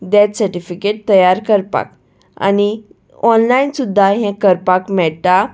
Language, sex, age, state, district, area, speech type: Goan Konkani, female, 18-30, Goa, Salcete, urban, spontaneous